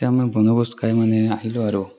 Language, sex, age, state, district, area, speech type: Assamese, male, 18-30, Assam, Barpeta, rural, spontaneous